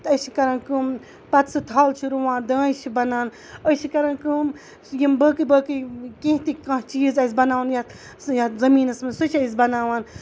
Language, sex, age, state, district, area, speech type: Kashmiri, female, 30-45, Jammu and Kashmir, Ganderbal, rural, spontaneous